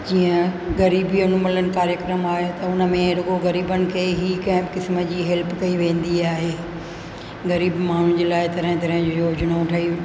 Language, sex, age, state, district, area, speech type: Sindhi, female, 60+, Rajasthan, Ajmer, urban, spontaneous